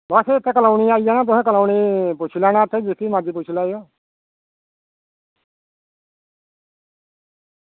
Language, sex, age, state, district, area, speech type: Dogri, male, 60+, Jammu and Kashmir, Reasi, rural, conversation